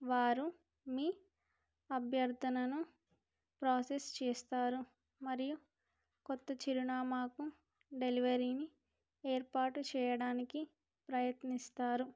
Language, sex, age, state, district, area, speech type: Telugu, female, 18-30, Andhra Pradesh, Alluri Sitarama Raju, rural, spontaneous